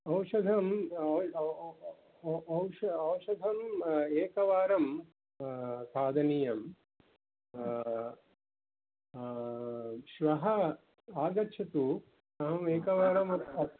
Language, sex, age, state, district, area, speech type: Sanskrit, male, 45-60, Kerala, Palakkad, urban, conversation